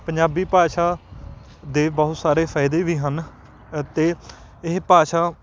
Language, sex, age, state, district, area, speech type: Punjabi, male, 18-30, Punjab, Patiala, rural, spontaneous